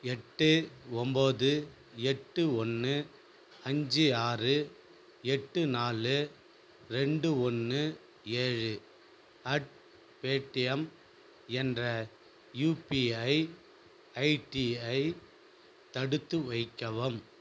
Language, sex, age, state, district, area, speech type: Tamil, male, 45-60, Tamil Nadu, Viluppuram, rural, read